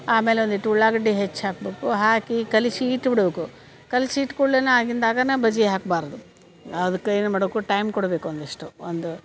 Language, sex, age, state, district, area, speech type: Kannada, female, 60+, Karnataka, Gadag, rural, spontaneous